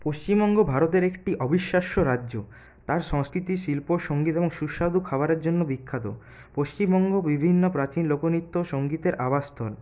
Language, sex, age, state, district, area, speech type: Bengali, male, 30-45, West Bengal, Purulia, urban, spontaneous